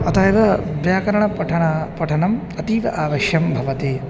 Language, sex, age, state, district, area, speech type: Sanskrit, male, 18-30, Assam, Kokrajhar, rural, spontaneous